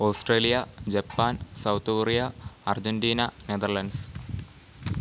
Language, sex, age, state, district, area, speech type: Malayalam, male, 18-30, Kerala, Pathanamthitta, rural, spontaneous